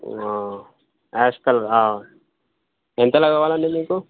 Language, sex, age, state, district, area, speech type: Telugu, male, 18-30, Telangana, Jangaon, rural, conversation